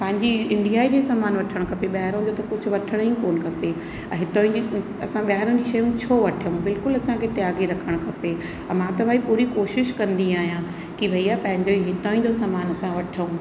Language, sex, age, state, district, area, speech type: Sindhi, female, 45-60, Uttar Pradesh, Lucknow, rural, spontaneous